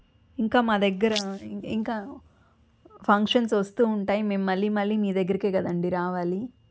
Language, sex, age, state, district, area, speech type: Telugu, female, 30-45, Andhra Pradesh, Chittoor, urban, spontaneous